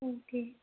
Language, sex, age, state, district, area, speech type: Gujarati, female, 18-30, Gujarat, Ahmedabad, rural, conversation